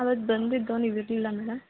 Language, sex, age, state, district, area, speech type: Kannada, female, 18-30, Karnataka, Hassan, rural, conversation